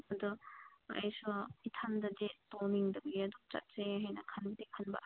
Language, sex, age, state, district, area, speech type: Manipuri, female, 18-30, Manipur, Senapati, urban, conversation